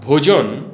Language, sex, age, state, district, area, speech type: Sanskrit, male, 45-60, West Bengal, Hooghly, rural, spontaneous